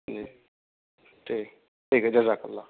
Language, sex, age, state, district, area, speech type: Urdu, male, 18-30, Uttar Pradesh, Saharanpur, urban, conversation